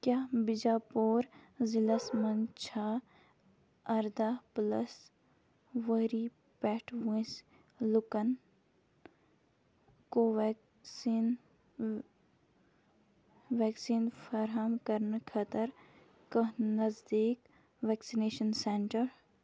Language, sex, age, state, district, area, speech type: Kashmiri, female, 18-30, Jammu and Kashmir, Kupwara, rural, read